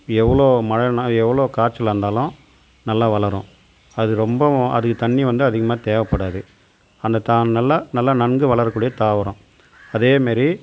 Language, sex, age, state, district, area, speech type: Tamil, male, 45-60, Tamil Nadu, Tiruvannamalai, rural, spontaneous